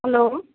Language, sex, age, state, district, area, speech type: Nepali, female, 18-30, West Bengal, Darjeeling, rural, conversation